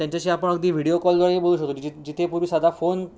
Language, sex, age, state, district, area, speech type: Marathi, male, 30-45, Maharashtra, Sindhudurg, rural, spontaneous